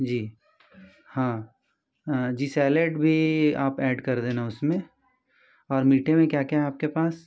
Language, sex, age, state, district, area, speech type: Hindi, male, 30-45, Madhya Pradesh, Betul, urban, spontaneous